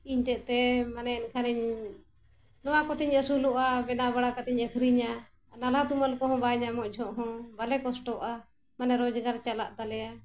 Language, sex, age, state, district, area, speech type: Santali, female, 45-60, Jharkhand, Bokaro, rural, spontaneous